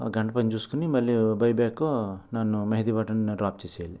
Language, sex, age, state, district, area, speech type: Telugu, male, 45-60, Andhra Pradesh, West Godavari, urban, spontaneous